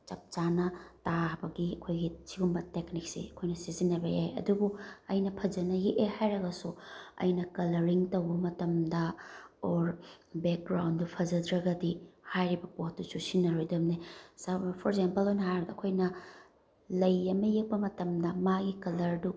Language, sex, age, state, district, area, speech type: Manipuri, female, 30-45, Manipur, Bishnupur, rural, spontaneous